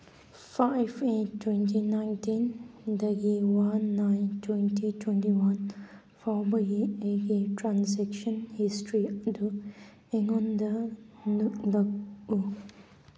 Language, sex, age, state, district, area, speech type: Manipuri, female, 18-30, Manipur, Kangpokpi, urban, read